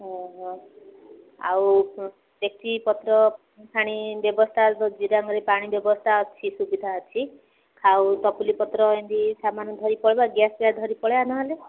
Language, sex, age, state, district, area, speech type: Odia, female, 45-60, Odisha, Gajapati, rural, conversation